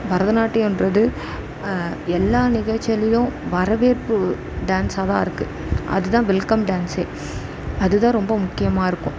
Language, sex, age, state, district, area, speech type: Tamil, female, 18-30, Tamil Nadu, Tiruvannamalai, urban, spontaneous